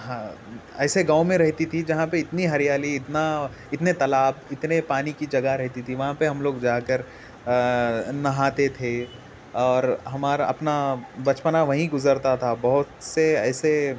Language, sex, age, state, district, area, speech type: Urdu, male, 18-30, Telangana, Hyderabad, urban, spontaneous